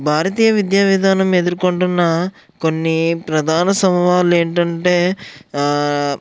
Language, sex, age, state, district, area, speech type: Telugu, male, 18-30, Andhra Pradesh, Eluru, urban, spontaneous